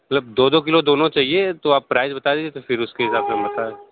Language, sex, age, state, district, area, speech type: Hindi, male, 30-45, Uttar Pradesh, Sonbhadra, rural, conversation